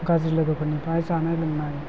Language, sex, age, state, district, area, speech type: Bodo, male, 30-45, Assam, Chirang, rural, spontaneous